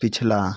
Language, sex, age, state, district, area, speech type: Hindi, male, 30-45, Uttar Pradesh, Chandauli, rural, read